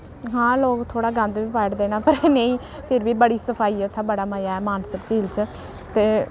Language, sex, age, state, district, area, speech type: Dogri, female, 18-30, Jammu and Kashmir, Samba, rural, spontaneous